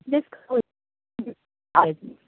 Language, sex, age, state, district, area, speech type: Urdu, male, 30-45, Maharashtra, Nashik, urban, conversation